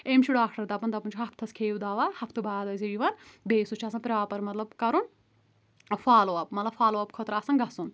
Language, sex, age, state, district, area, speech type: Kashmiri, female, 18-30, Jammu and Kashmir, Kulgam, rural, spontaneous